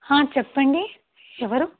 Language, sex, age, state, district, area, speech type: Telugu, female, 30-45, Andhra Pradesh, N T Rama Rao, urban, conversation